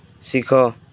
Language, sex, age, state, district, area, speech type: Odia, male, 18-30, Odisha, Balangir, urban, read